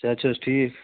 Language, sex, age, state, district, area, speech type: Kashmiri, male, 18-30, Jammu and Kashmir, Bandipora, rural, conversation